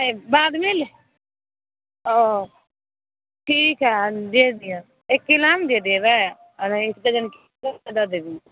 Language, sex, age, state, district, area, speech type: Maithili, female, 18-30, Bihar, Samastipur, rural, conversation